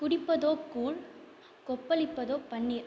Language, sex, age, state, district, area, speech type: Tamil, female, 18-30, Tamil Nadu, Viluppuram, urban, spontaneous